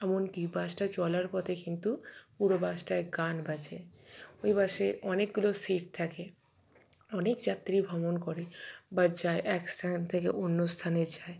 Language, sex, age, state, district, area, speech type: Bengali, female, 45-60, West Bengal, Purba Bardhaman, urban, spontaneous